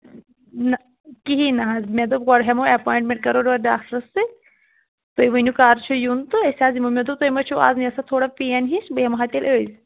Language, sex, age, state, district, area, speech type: Kashmiri, female, 30-45, Jammu and Kashmir, Anantnag, rural, conversation